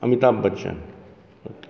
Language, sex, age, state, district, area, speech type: Goan Konkani, male, 45-60, Goa, Bardez, urban, spontaneous